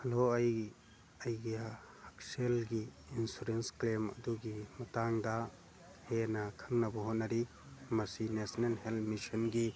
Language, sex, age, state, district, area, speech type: Manipuri, male, 45-60, Manipur, Churachandpur, urban, read